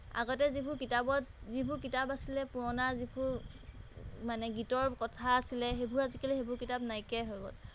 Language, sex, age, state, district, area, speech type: Assamese, female, 18-30, Assam, Golaghat, urban, spontaneous